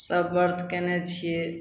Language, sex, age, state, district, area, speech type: Maithili, female, 45-60, Bihar, Samastipur, rural, spontaneous